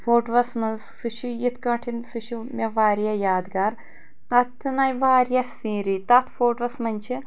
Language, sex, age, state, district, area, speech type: Kashmiri, female, 18-30, Jammu and Kashmir, Anantnag, urban, spontaneous